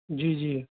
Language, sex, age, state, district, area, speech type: Hindi, male, 30-45, Uttar Pradesh, Sitapur, rural, conversation